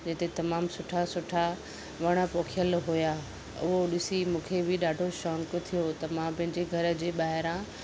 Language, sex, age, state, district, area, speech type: Sindhi, female, 45-60, Maharashtra, Thane, urban, spontaneous